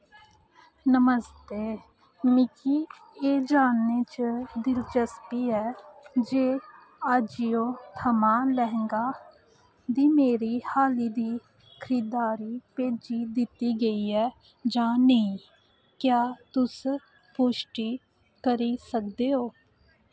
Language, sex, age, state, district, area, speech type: Dogri, female, 18-30, Jammu and Kashmir, Kathua, rural, read